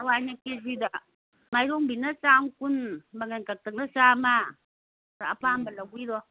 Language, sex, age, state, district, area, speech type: Manipuri, female, 60+, Manipur, Imphal East, urban, conversation